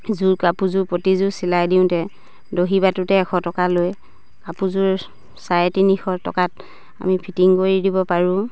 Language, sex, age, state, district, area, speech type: Assamese, female, 30-45, Assam, Dibrugarh, rural, spontaneous